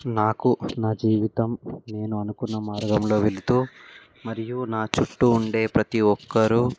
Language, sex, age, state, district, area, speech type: Telugu, male, 18-30, Telangana, Ranga Reddy, urban, spontaneous